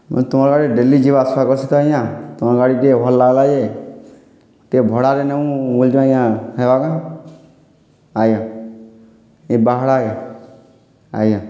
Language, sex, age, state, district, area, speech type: Odia, male, 60+, Odisha, Boudh, rural, spontaneous